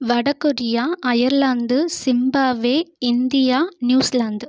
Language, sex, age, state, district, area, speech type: Tamil, female, 18-30, Tamil Nadu, Viluppuram, urban, spontaneous